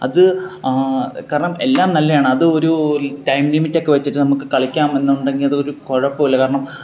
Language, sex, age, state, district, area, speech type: Malayalam, male, 18-30, Kerala, Kollam, rural, spontaneous